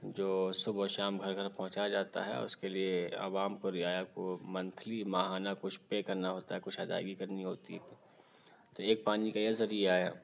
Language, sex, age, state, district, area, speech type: Urdu, male, 45-60, Uttar Pradesh, Lucknow, urban, spontaneous